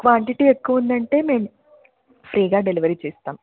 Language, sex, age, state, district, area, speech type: Telugu, female, 30-45, Andhra Pradesh, Guntur, urban, conversation